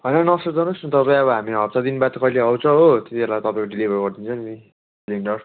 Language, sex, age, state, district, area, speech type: Nepali, male, 30-45, West Bengal, Darjeeling, rural, conversation